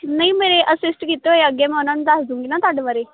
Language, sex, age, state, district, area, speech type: Punjabi, female, 18-30, Punjab, Ludhiana, rural, conversation